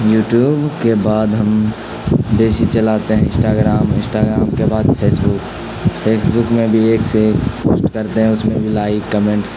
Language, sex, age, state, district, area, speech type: Urdu, male, 18-30, Bihar, Khagaria, rural, spontaneous